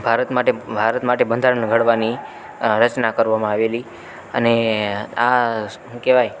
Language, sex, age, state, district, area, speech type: Gujarati, male, 30-45, Gujarat, Rajkot, rural, spontaneous